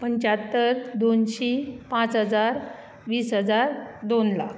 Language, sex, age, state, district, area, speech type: Goan Konkani, female, 45-60, Goa, Bardez, urban, spontaneous